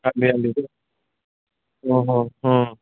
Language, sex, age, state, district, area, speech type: Punjabi, male, 45-60, Punjab, Bathinda, urban, conversation